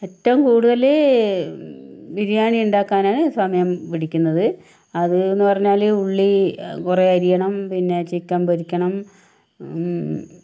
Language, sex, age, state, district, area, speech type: Malayalam, female, 60+, Kerala, Wayanad, rural, spontaneous